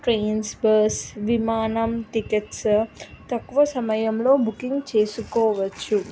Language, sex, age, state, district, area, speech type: Telugu, female, 30-45, Telangana, Siddipet, urban, spontaneous